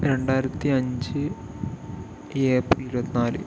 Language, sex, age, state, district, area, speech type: Malayalam, male, 30-45, Kerala, Palakkad, urban, spontaneous